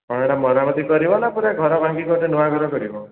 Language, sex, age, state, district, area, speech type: Odia, male, 18-30, Odisha, Dhenkanal, rural, conversation